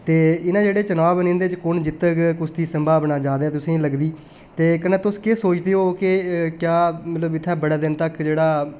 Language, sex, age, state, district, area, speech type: Dogri, male, 18-30, Jammu and Kashmir, Reasi, urban, spontaneous